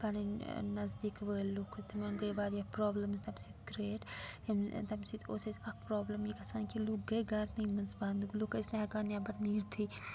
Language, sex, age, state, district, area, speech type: Kashmiri, female, 18-30, Jammu and Kashmir, Srinagar, rural, spontaneous